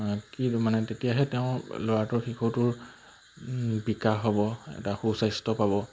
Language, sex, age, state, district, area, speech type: Assamese, male, 18-30, Assam, Majuli, urban, spontaneous